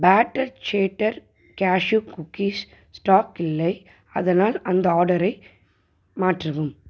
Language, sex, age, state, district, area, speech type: Tamil, female, 45-60, Tamil Nadu, Pudukkottai, rural, read